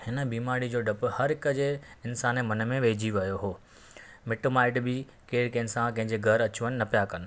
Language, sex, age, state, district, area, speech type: Sindhi, male, 30-45, Maharashtra, Thane, urban, spontaneous